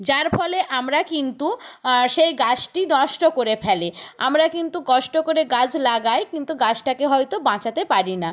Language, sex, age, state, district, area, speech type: Bengali, female, 45-60, West Bengal, Purba Medinipur, rural, spontaneous